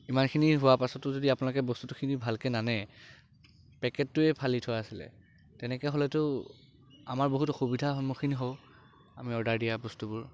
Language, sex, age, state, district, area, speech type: Assamese, male, 18-30, Assam, Biswanath, rural, spontaneous